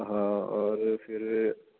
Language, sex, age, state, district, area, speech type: Urdu, male, 18-30, Delhi, East Delhi, urban, conversation